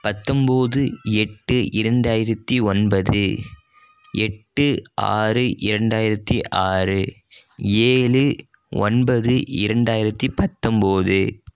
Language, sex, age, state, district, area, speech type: Tamil, male, 18-30, Tamil Nadu, Dharmapuri, urban, spontaneous